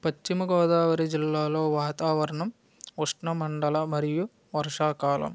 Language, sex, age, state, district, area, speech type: Telugu, male, 45-60, Andhra Pradesh, West Godavari, rural, spontaneous